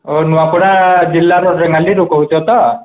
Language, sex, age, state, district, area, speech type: Odia, male, 45-60, Odisha, Nuapada, urban, conversation